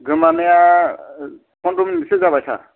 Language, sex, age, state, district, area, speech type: Bodo, male, 45-60, Assam, Kokrajhar, rural, conversation